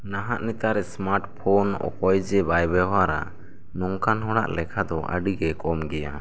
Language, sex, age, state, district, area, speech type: Santali, male, 18-30, West Bengal, Bankura, rural, spontaneous